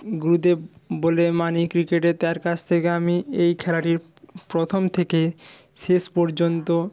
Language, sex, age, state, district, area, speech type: Bengali, male, 60+, West Bengal, Jhargram, rural, spontaneous